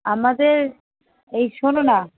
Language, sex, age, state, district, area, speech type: Bengali, female, 30-45, West Bengal, Kolkata, urban, conversation